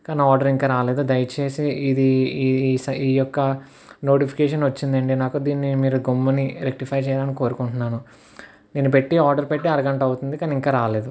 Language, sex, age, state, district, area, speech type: Telugu, male, 45-60, Andhra Pradesh, Kakinada, rural, spontaneous